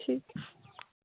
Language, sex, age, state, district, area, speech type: Dogri, female, 18-30, Jammu and Kashmir, Samba, rural, conversation